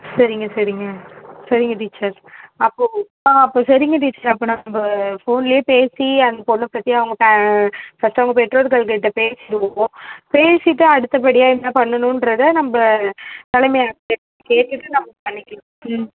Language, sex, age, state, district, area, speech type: Tamil, female, 18-30, Tamil Nadu, Kanchipuram, urban, conversation